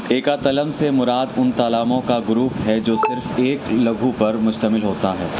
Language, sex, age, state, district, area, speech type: Urdu, male, 18-30, Uttar Pradesh, Mau, urban, read